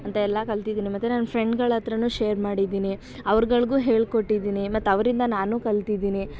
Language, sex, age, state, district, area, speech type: Kannada, female, 18-30, Karnataka, Mysore, urban, spontaneous